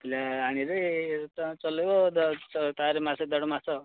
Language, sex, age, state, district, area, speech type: Odia, male, 30-45, Odisha, Ganjam, urban, conversation